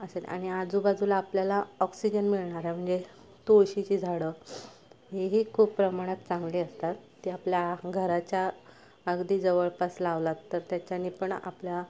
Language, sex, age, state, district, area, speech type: Marathi, female, 30-45, Maharashtra, Ratnagiri, rural, spontaneous